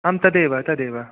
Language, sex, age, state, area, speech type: Sanskrit, male, 18-30, Jharkhand, urban, conversation